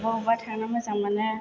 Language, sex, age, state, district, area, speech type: Bodo, female, 30-45, Assam, Chirang, rural, spontaneous